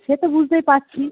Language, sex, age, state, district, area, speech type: Bengali, female, 18-30, West Bengal, Howrah, urban, conversation